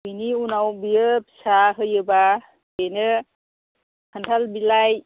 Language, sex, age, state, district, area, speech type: Bodo, female, 60+, Assam, Chirang, rural, conversation